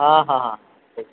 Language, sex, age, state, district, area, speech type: Odia, male, 45-60, Odisha, Sundergarh, rural, conversation